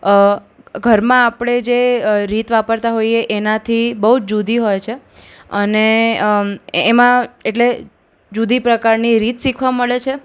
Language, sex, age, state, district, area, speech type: Gujarati, female, 18-30, Gujarat, Ahmedabad, urban, spontaneous